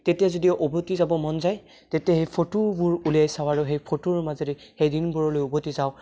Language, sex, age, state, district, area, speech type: Assamese, male, 18-30, Assam, Barpeta, rural, spontaneous